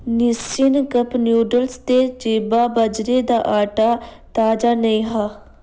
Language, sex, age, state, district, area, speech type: Dogri, female, 18-30, Jammu and Kashmir, Udhampur, rural, read